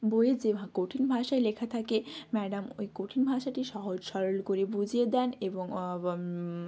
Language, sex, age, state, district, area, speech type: Bengali, female, 18-30, West Bengal, Jalpaiguri, rural, spontaneous